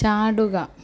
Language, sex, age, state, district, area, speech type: Malayalam, female, 18-30, Kerala, Kollam, urban, read